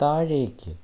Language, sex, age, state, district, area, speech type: Malayalam, male, 18-30, Kerala, Thiruvananthapuram, rural, read